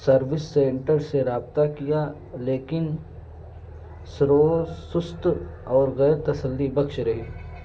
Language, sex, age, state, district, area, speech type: Urdu, male, 18-30, Uttar Pradesh, Balrampur, rural, spontaneous